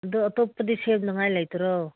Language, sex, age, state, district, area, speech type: Manipuri, female, 45-60, Manipur, Ukhrul, rural, conversation